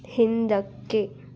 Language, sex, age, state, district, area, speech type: Kannada, female, 18-30, Karnataka, Bidar, urban, read